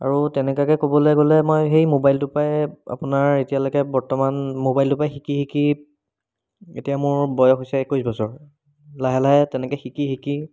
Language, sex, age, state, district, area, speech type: Assamese, male, 30-45, Assam, Biswanath, rural, spontaneous